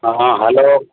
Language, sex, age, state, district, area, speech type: Odia, male, 60+, Odisha, Sundergarh, urban, conversation